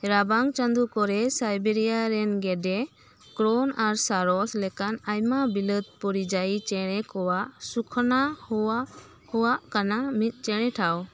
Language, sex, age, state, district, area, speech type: Santali, female, 30-45, West Bengal, Birbhum, rural, read